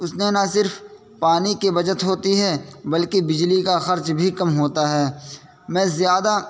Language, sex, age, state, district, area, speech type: Urdu, male, 18-30, Uttar Pradesh, Saharanpur, urban, spontaneous